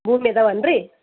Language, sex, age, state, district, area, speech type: Kannada, female, 45-60, Karnataka, Gadag, rural, conversation